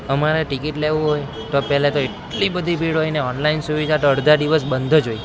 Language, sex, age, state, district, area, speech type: Gujarati, male, 18-30, Gujarat, Valsad, rural, spontaneous